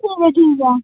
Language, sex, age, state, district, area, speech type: Dogri, female, 18-30, Jammu and Kashmir, Udhampur, rural, conversation